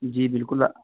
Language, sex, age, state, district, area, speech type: Urdu, male, 18-30, Uttar Pradesh, Saharanpur, urban, conversation